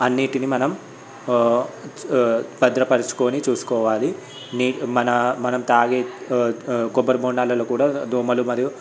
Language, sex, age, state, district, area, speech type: Telugu, male, 18-30, Telangana, Vikarabad, urban, spontaneous